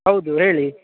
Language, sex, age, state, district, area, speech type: Kannada, male, 18-30, Karnataka, Uttara Kannada, rural, conversation